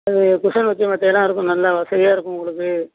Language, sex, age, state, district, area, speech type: Tamil, male, 60+, Tamil Nadu, Nagapattinam, rural, conversation